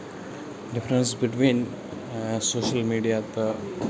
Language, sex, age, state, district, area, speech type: Kashmiri, male, 18-30, Jammu and Kashmir, Baramulla, rural, spontaneous